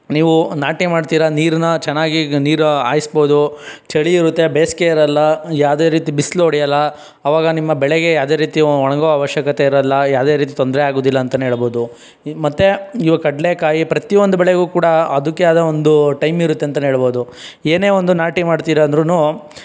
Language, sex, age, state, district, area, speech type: Kannada, male, 45-60, Karnataka, Chikkaballapur, rural, spontaneous